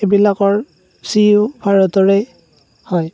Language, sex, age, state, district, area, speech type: Assamese, male, 18-30, Assam, Darrang, rural, spontaneous